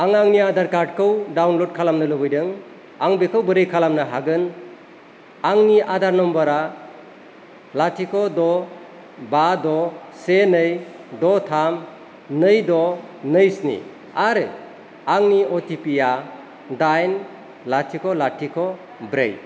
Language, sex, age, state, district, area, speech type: Bodo, male, 30-45, Assam, Kokrajhar, urban, read